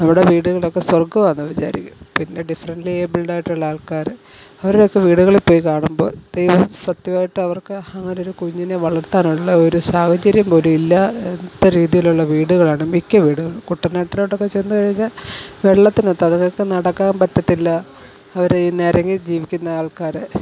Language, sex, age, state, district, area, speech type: Malayalam, female, 45-60, Kerala, Alappuzha, rural, spontaneous